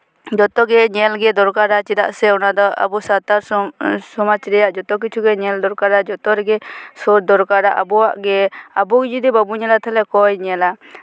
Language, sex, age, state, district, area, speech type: Santali, female, 18-30, West Bengal, Purba Bardhaman, rural, spontaneous